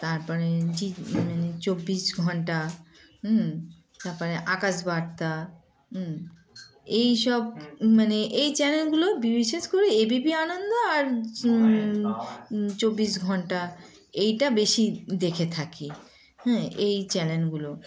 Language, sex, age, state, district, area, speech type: Bengali, female, 45-60, West Bengal, Darjeeling, rural, spontaneous